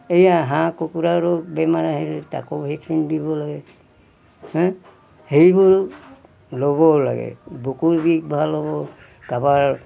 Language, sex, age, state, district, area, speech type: Assamese, male, 60+, Assam, Golaghat, rural, spontaneous